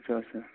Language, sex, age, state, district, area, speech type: Kashmiri, male, 30-45, Jammu and Kashmir, Budgam, rural, conversation